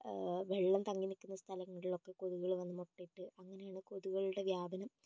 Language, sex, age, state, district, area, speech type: Malayalam, female, 18-30, Kerala, Kozhikode, urban, spontaneous